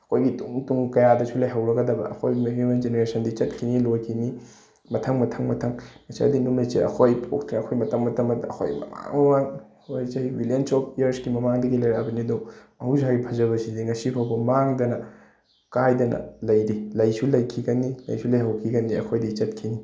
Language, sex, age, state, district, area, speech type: Manipuri, male, 18-30, Manipur, Bishnupur, rural, spontaneous